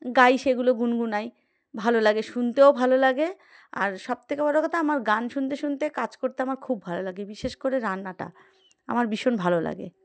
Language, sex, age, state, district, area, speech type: Bengali, female, 30-45, West Bengal, Darjeeling, urban, spontaneous